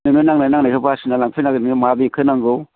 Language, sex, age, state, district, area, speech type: Bodo, male, 45-60, Assam, Baksa, urban, conversation